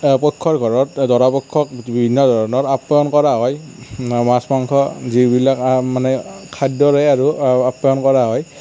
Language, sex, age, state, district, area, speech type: Assamese, male, 18-30, Assam, Nalbari, rural, spontaneous